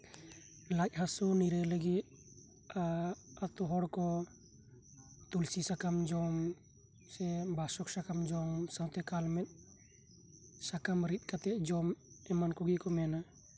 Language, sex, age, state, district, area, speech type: Santali, male, 18-30, West Bengal, Birbhum, rural, spontaneous